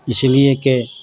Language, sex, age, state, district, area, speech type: Urdu, male, 45-60, Bihar, Madhubani, rural, spontaneous